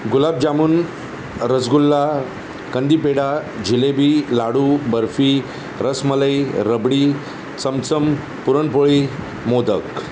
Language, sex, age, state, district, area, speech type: Marathi, male, 45-60, Maharashtra, Thane, rural, spontaneous